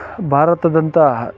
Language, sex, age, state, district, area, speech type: Kannada, male, 45-60, Karnataka, Chikkamagaluru, rural, spontaneous